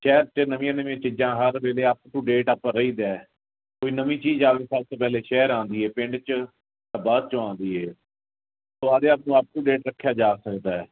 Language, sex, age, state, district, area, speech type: Punjabi, male, 30-45, Punjab, Fazilka, rural, conversation